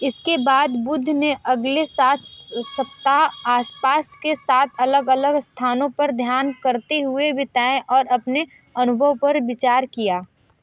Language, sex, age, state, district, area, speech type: Hindi, female, 30-45, Uttar Pradesh, Mirzapur, rural, read